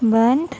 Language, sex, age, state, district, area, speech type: Marathi, female, 45-60, Maharashtra, Nagpur, urban, read